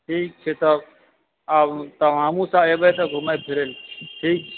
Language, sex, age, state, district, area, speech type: Maithili, male, 30-45, Bihar, Supaul, urban, conversation